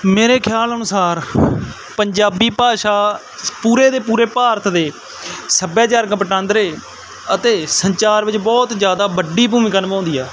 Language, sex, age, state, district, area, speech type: Punjabi, male, 18-30, Punjab, Barnala, rural, spontaneous